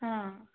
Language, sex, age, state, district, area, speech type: Kannada, female, 18-30, Karnataka, Tumkur, rural, conversation